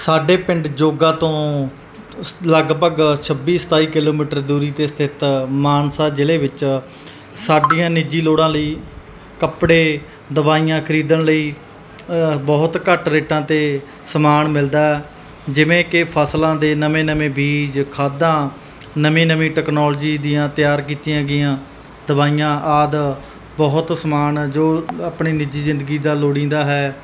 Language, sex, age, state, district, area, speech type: Punjabi, male, 18-30, Punjab, Mansa, urban, spontaneous